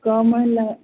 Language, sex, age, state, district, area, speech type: Odia, female, 60+, Odisha, Gajapati, rural, conversation